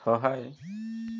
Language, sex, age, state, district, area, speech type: Assamese, male, 60+, Assam, Dhemaji, rural, read